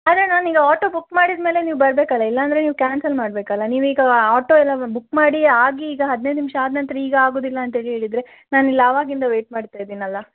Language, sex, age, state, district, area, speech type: Kannada, female, 18-30, Karnataka, Shimoga, rural, conversation